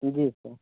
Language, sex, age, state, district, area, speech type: Hindi, male, 30-45, Uttar Pradesh, Mirzapur, rural, conversation